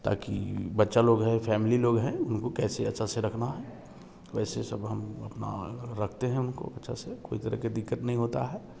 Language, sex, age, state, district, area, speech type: Hindi, male, 30-45, Bihar, Samastipur, urban, spontaneous